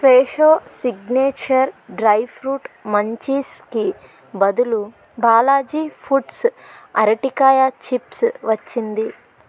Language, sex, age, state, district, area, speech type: Telugu, female, 30-45, Andhra Pradesh, Eluru, rural, read